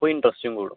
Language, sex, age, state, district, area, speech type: Malayalam, male, 18-30, Kerala, Thrissur, urban, conversation